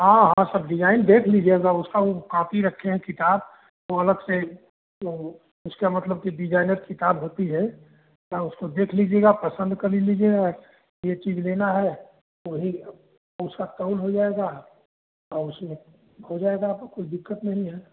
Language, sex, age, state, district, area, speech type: Hindi, male, 60+, Uttar Pradesh, Chandauli, urban, conversation